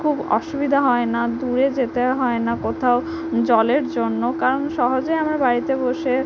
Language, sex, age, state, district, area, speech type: Bengali, female, 30-45, West Bengal, Purba Medinipur, rural, spontaneous